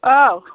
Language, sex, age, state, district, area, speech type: Bodo, female, 60+, Assam, Chirang, rural, conversation